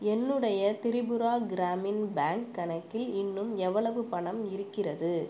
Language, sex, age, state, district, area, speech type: Tamil, female, 30-45, Tamil Nadu, Pudukkottai, urban, read